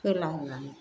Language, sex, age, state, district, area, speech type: Bodo, female, 60+, Assam, Chirang, rural, spontaneous